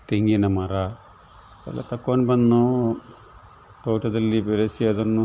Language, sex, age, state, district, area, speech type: Kannada, male, 45-60, Karnataka, Udupi, rural, spontaneous